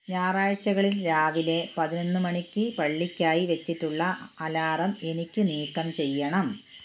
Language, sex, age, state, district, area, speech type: Malayalam, female, 60+, Kerala, Wayanad, rural, read